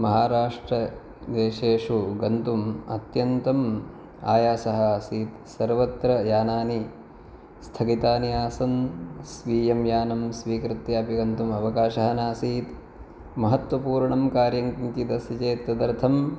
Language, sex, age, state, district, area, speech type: Sanskrit, male, 30-45, Maharashtra, Pune, urban, spontaneous